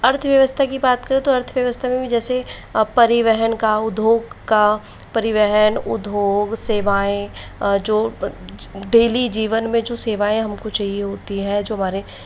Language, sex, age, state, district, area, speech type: Hindi, female, 45-60, Rajasthan, Jaipur, urban, spontaneous